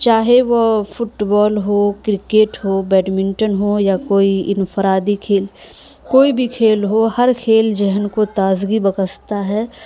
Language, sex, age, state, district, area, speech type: Urdu, female, 18-30, Bihar, Madhubani, rural, spontaneous